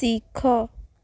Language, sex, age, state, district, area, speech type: Odia, female, 18-30, Odisha, Jagatsinghpur, rural, read